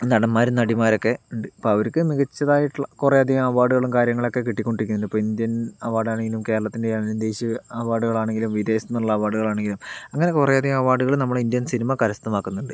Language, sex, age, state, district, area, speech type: Malayalam, male, 18-30, Kerala, Palakkad, rural, spontaneous